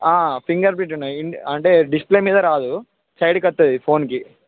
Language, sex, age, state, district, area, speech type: Telugu, male, 18-30, Telangana, Nalgonda, urban, conversation